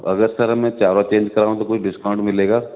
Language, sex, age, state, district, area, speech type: Urdu, male, 60+, Delhi, South Delhi, urban, conversation